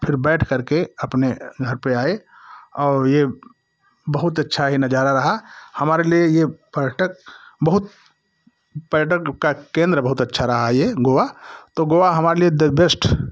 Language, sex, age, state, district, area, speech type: Hindi, male, 60+, Uttar Pradesh, Jaunpur, rural, spontaneous